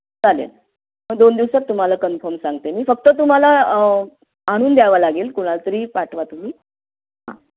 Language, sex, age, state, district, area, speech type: Marathi, female, 60+, Maharashtra, Nashik, urban, conversation